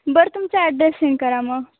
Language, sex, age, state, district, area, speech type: Marathi, female, 18-30, Maharashtra, Ratnagiri, urban, conversation